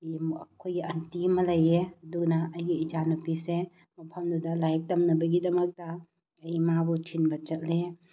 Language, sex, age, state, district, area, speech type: Manipuri, female, 30-45, Manipur, Bishnupur, rural, spontaneous